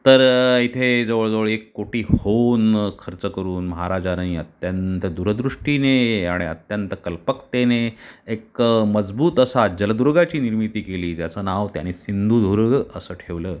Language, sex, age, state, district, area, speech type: Marathi, male, 45-60, Maharashtra, Sindhudurg, rural, spontaneous